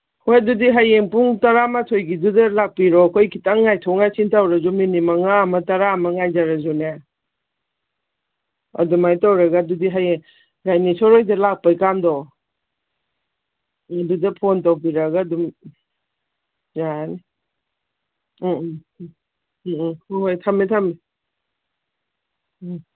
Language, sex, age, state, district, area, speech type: Manipuri, female, 45-60, Manipur, Imphal East, rural, conversation